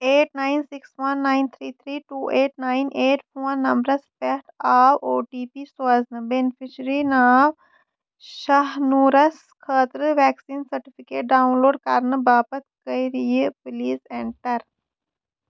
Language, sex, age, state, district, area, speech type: Kashmiri, female, 30-45, Jammu and Kashmir, Shopian, urban, read